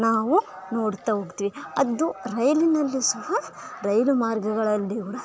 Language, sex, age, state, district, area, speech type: Kannada, female, 18-30, Karnataka, Bellary, rural, spontaneous